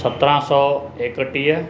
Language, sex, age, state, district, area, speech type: Sindhi, male, 60+, Maharashtra, Mumbai Suburban, urban, spontaneous